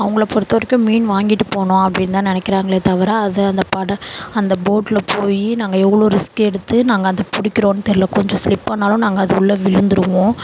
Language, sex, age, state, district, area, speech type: Tamil, female, 30-45, Tamil Nadu, Chennai, urban, spontaneous